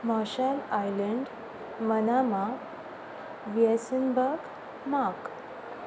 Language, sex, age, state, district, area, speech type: Goan Konkani, female, 30-45, Goa, Pernem, rural, spontaneous